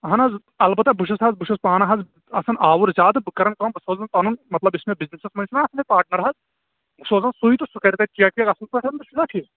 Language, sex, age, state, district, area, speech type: Kashmiri, male, 18-30, Jammu and Kashmir, Kulgam, rural, conversation